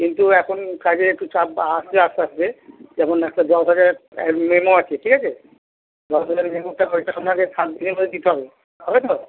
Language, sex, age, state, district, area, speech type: Bengali, male, 45-60, West Bengal, Purba Bardhaman, urban, conversation